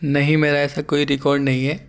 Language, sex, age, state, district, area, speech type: Urdu, male, 18-30, Delhi, Central Delhi, urban, spontaneous